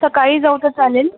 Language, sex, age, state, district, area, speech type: Marathi, female, 18-30, Maharashtra, Solapur, urban, conversation